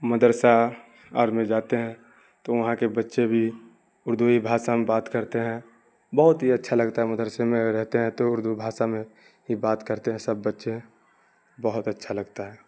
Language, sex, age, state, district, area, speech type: Urdu, male, 18-30, Bihar, Darbhanga, rural, spontaneous